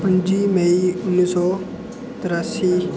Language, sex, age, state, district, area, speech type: Dogri, male, 18-30, Jammu and Kashmir, Udhampur, rural, spontaneous